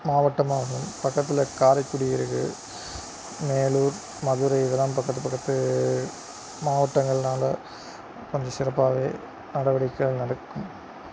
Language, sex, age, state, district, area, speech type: Tamil, male, 30-45, Tamil Nadu, Sivaganga, rural, spontaneous